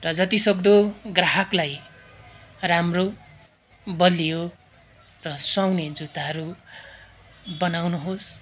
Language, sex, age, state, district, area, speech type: Nepali, male, 30-45, West Bengal, Darjeeling, rural, spontaneous